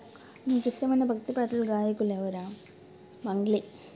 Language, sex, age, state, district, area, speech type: Telugu, female, 30-45, Andhra Pradesh, Nellore, urban, spontaneous